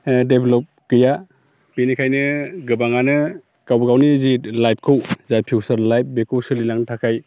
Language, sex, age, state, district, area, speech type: Bodo, male, 45-60, Assam, Baksa, rural, spontaneous